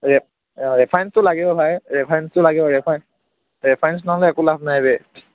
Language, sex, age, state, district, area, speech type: Assamese, male, 18-30, Assam, Kamrup Metropolitan, urban, conversation